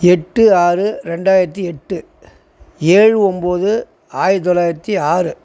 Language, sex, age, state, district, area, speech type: Tamil, male, 60+, Tamil Nadu, Tiruvannamalai, rural, spontaneous